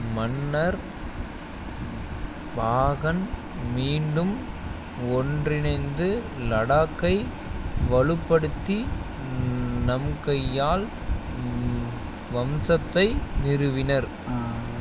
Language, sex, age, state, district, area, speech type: Tamil, male, 30-45, Tamil Nadu, Dharmapuri, rural, read